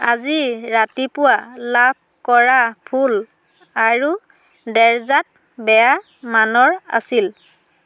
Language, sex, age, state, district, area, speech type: Assamese, female, 30-45, Assam, Dhemaji, rural, read